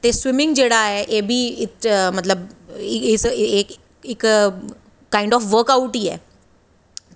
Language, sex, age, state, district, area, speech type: Dogri, female, 30-45, Jammu and Kashmir, Jammu, urban, spontaneous